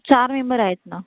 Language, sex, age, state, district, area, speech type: Marathi, female, 18-30, Maharashtra, Nagpur, urban, conversation